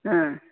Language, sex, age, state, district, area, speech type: Kannada, female, 45-60, Karnataka, Bangalore Urban, urban, conversation